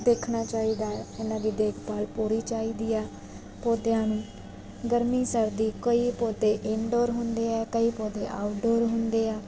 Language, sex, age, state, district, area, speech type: Punjabi, female, 30-45, Punjab, Mansa, urban, spontaneous